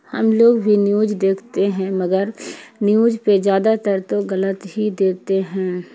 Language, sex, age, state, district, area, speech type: Urdu, female, 45-60, Bihar, Khagaria, rural, spontaneous